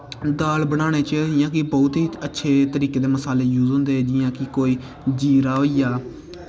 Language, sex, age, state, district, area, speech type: Dogri, male, 18-30, Jammu and Kashmir, Kathua, rural, spontaneous